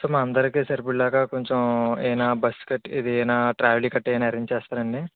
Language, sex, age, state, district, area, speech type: Telugu, male, 60+, Andhra Pradesh, Kakinada, rural, conversation